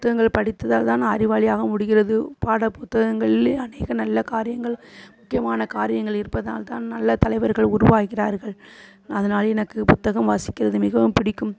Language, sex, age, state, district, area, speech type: Tamil, female, 45-60, Tamil Nadu, Sivaganga, rural, spontaneous